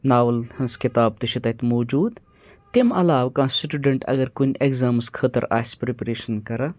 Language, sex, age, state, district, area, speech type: Kashmiri, male, 30-45, Jammu and Kashmir, Kupwara, rural, spontaneous